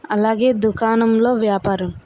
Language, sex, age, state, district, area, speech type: Telugu, female, 30-45, Andhra Pradesh, Vizianagaram, rural, spontaneous